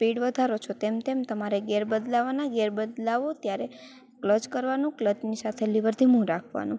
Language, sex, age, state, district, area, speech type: Gujarati, female, 18-30, Gujarat, Rajkot, rural, spontaneous